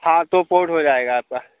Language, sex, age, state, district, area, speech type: Hindi, male, 30-45, Madhya Pradesh, Hoshangabad, rural, conversation